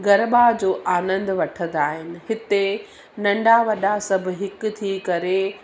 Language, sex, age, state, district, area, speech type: Sindhi, female, 45-60, Gujarat, Surat, urban, spontaneous